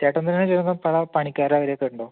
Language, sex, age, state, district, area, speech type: Malayalam, male, 18-30, Kerala, Palakkad, urban, conversation